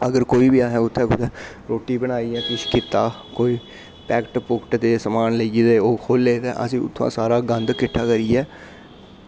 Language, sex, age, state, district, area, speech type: Dogri, male, 18-30, Jammu and Kashmir, Kathua, rural, spontaneous